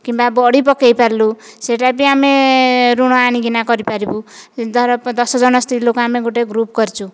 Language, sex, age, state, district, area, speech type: Odia, female, 45-60, Odisha, Dhenkanal, rural, spontaneous